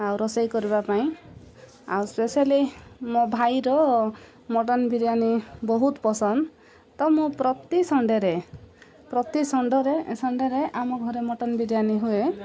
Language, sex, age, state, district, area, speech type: Odia, female, 30-45, Odisha, Koraput, urban, spontaneous